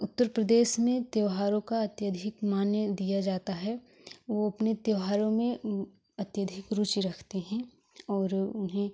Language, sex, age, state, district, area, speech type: Hindi, female, 18-30, Uttar Pradesh, Jaunpur, urban, spontaneous